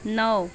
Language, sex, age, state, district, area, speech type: Hindi, female, 18-30, Uttar Pradesh, Mau, urban, read